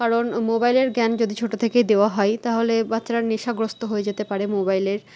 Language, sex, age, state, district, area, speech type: Bengali, female, 30-45, West Bengal, Malda, rural, spontaneous